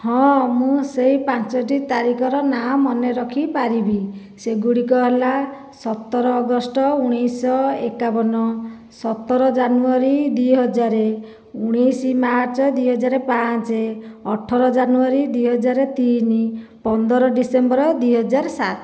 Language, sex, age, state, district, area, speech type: Odia, female, 30-45, Odisha, Khordha, rural, spontaneous